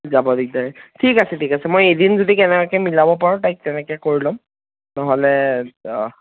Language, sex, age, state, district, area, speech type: Assamese, male, 18-30, Assam, Kamrup Metropolitan, urban, conversation